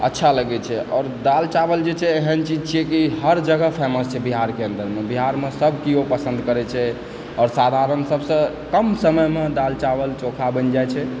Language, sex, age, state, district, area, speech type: Maithili, male, 18-30, Bihar, Supaul, rural, spontaneous